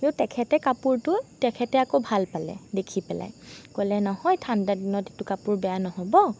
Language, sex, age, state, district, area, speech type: Assamese, female, 18-30, Assam, Sonitpur, rural, spontaneous